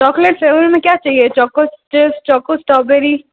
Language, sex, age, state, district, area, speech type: Hindi, female, 18-30, Rajasthan, Jodhpur, urban, conversation